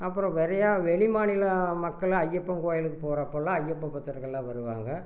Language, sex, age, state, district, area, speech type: Tamil, male, 60+, Tamil Nadu, Erode, rural, spontaneous